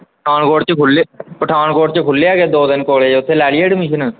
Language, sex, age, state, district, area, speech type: Punjabi, male, 18-30, Punjab, Pathankot, rural, conversation